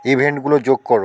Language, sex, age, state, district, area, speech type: Bengali, male, 18-30, West Bengal, South 24 Parganas, rural, read